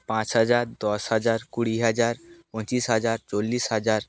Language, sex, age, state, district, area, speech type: Bengali, male, 30-45, West Bengal, Nadia, rural, spontaneous